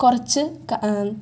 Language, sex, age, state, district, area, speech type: Malayalam, female, 18-30, Kerala, Thrissur, urban, spontaneous